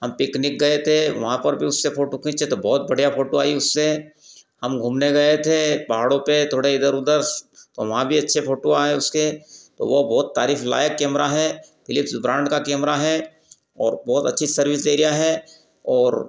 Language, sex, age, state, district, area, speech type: Hindi, male, 45-60, Madhya Pradesh, Ujjain, urban, spontaneous